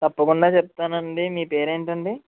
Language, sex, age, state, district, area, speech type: Telugu, male, 18-30, Andhra Pradesh, Eluru, urban, conversation